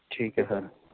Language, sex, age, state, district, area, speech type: Punjabi, male, 30-45, Punjab, Fazilka, rural, conversation